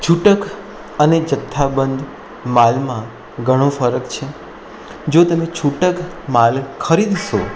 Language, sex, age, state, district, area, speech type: Gujarati, male, 30-45, Gujarat, Anand, urban, spontaneous